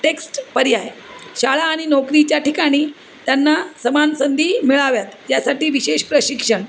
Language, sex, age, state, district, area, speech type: Marathi, female, 45-60, Maharashtra, Jalna, urban, spontaneous